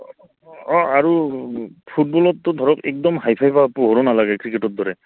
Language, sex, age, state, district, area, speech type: Assamese, male, 30-45, Assam, Goalpara, urban, conversation